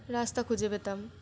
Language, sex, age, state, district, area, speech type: Bengali, female, 18-30, West Bengal, Birbhum, urban, spontaneous